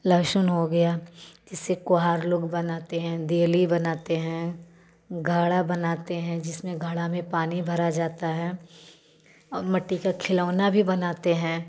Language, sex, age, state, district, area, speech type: Hindi, female, 30-45, Uttar Pradesh, Varanasi, rural, spontaneous